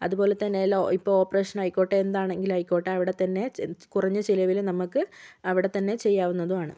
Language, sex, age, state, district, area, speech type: Malayalam, female, 18-30, Kerala, Kozhikode, urban, spontaneous